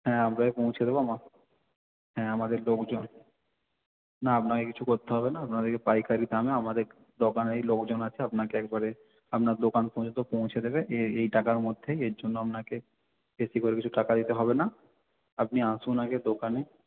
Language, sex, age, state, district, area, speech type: Bengali, male, 18-30, West Bengal, South 24 Parganas, rural, conversation